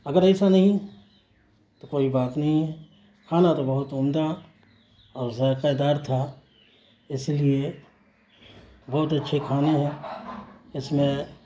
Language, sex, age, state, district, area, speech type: Urdu, male, 45-60, Bihar, Saharsa, rural, spontaneous